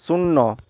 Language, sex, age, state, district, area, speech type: Bengali, male, 45-60, West Bengal, Nadia, rural, read